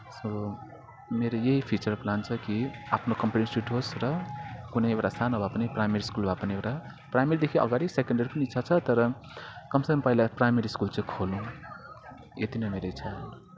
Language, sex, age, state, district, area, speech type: Nepali, male, 30-45, West Bengal, Kalimpong, rural, spontaneous